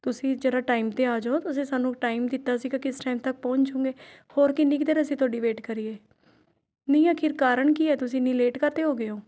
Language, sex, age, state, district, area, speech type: Punjabi, female, 30-45, Punjab, Rupnagar, urban, spontaneous